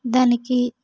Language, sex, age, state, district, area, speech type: Telugu, female, 18-30, Telangana, Hyderabad, rural, spontaneous